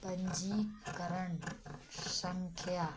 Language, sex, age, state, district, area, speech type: Hindi, female, 45-60, Madhya Pradesh, Narsinghpur, rural, read